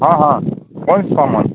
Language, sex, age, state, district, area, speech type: Hindi, male, 45-60, Madhya Pradesh, Seoni, urban, conversation